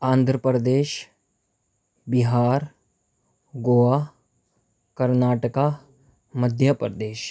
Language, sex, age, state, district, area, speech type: Urdu, male, 45-60, Delhi, Central Delhi, urban, spontaneous